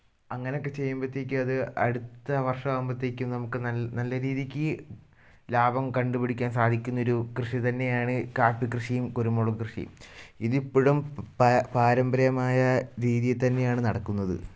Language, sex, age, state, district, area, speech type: Malayalam, male, 18-30, Kerala, Wayanad, rural, spontaneous